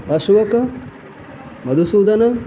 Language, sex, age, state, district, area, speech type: Sanskrit, male, 60+, Odisha, Balasore, urban, spontaneous